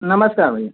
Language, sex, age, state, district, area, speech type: Hindi, male, 30-45, Uttar Pradesh, Mau, rural, conversation